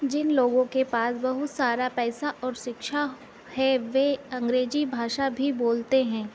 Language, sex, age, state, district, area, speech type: Hindi, female, 45-60, Madhya Pradesh, Harda, urban, read